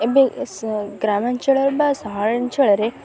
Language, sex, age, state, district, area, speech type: Odia, female, 18-30, Odisha, Kendrapara, urban, spontaneous